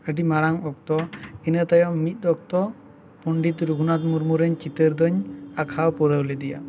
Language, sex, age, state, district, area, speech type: Santali, male, 18-30, West Bengal, Bankura, rural, spontaneous